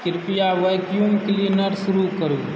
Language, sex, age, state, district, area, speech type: Maithili, male, 18-30, Bihar, Supaul, rural, read